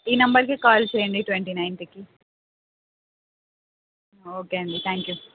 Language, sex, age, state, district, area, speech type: Telugu, female, 18-30, Andhra Pradesh, Anantapur, urban, conversation